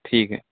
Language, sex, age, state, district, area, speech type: Urdu, male, 18-30, Delhi, East Delhi, urban, conversation